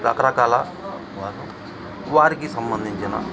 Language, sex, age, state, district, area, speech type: Telugu, male, 45-60, Andhra Pradesh, Bapatla, urban, spontaneous